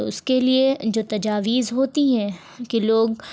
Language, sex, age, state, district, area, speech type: Urdu, female, 45-60, Uttar Pradesh, Lucknow, urban, spontaneous